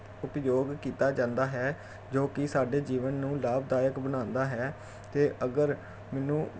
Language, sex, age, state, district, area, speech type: Punjabi, male, 30-45, Punjab, Jalandhar, urban, spontaneous